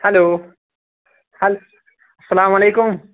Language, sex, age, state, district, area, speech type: Kashmiri, male, 18-30, Jammu and Kashmir, Srinagar, urban, conversation